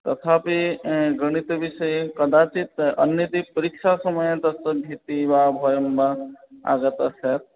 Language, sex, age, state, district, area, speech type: Sanskrit, male, 30-45, West Bengal, Purba Medinipur, rural, conversation